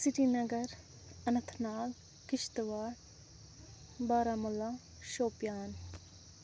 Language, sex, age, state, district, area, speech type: Kashmiri, female, 45-60, Jammu and Kashmir, Srinagar, urban, spontaneous